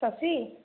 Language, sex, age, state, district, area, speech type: Odia, female, 30-45, Odisha, Jajpur, rural, conversation